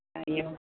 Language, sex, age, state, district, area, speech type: Telugu, female, 18-30, Andhra Pradesh, Palnadu, urban, conversation